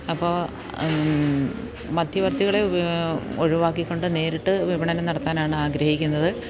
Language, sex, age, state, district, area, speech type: Malayalam, female, 60+, Kerala, Idukki, rural, spontaneous